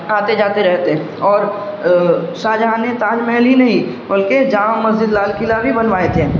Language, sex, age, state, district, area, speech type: Urdu, male, 18-30, Bihar, Darbhanga, urban, spontaneous